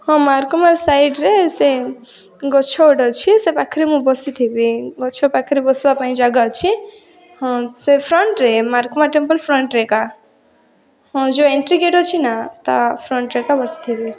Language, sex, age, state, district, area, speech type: Odia, female, 18-30, Odisha, Rayagada, rural, spontaneous